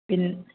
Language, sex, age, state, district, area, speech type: Malayalam, male, 30-45, Kerala, Malappuram, rural, conversation